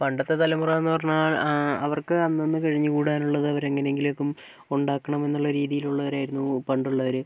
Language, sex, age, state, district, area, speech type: Malayalam, male, 30-45, Kerala, Wayanad, rural, spontaneous